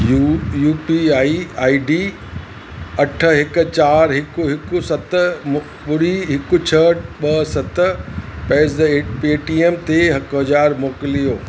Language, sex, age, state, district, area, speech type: Sindhi, male, 60+, Uttar Pradesh, Lucknow, rural, read